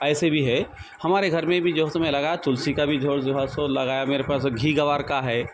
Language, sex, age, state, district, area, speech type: Urdu, male, 45-60, Telangana, Hyderabad, urban, spontaneous